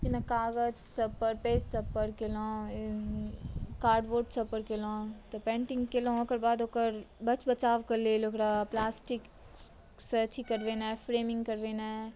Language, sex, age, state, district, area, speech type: Maithili, female, 18-30, Bihar, Madhubani, rural, spontaneous